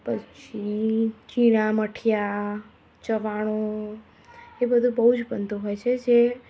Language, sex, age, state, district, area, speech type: Gujarati, female, 30-45, Gujarat, Kheda, rural, spontaneous